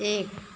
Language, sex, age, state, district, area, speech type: Hindi, female, 45-60, Uttar Pradesh, Mau, urban, read